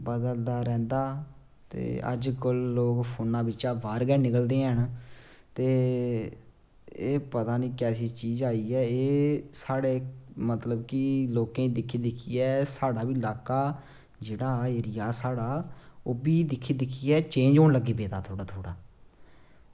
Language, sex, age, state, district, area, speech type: Dogri, male, 18-30, Jammu and Kashmir, Samba, rural, spontaneous